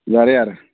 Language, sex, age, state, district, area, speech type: Manipuri, male, 30-45, Manipur, Thoubal, rural, conversation